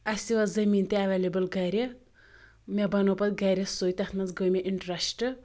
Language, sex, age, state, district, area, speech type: Kashmiri, female, 30-45, Jammu and Kashmir, Anantnag, rural, spontaneous